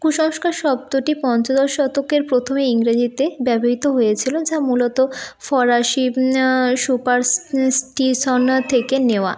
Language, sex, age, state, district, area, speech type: Bengali, female, 18-30, West Bengal, North 24 Parganas, urban, spontaneous